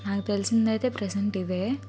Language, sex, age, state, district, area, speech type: Telugu, female, 30-45, Andhra Pradesh, Guntur, urban, spontaneous